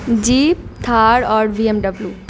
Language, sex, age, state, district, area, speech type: Urdu, female, 18-30, Bihar, Supaul, rural, spontaneous